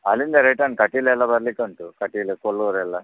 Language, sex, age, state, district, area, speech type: Kannada, male, 30-45, Karnataka, Udupi, rural, conversation